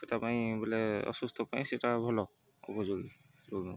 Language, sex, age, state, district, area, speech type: Odia, male, 30-45, Odisha, Nuapada, urban, spontaneous